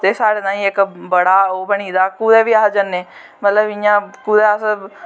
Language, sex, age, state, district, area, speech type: Dogri, female, 18-30, Jammu and Kashmir, Jammu, rural, spontaneous